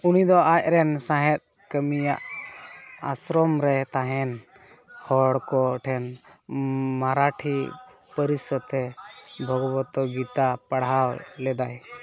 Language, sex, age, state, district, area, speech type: Santali, male, 18-30, West Bengal, Dakshin Dinajpur, rural, read